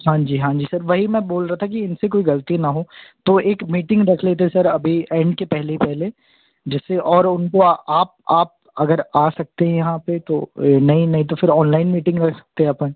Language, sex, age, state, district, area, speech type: Hindi, male, 18-30, Madhya Pradesh, Jabalpur, urban, conversation